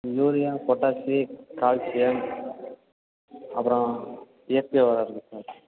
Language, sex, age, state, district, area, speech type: Tamil, male, 18-30, Tamil Nadu, Perambalur, urban, conversation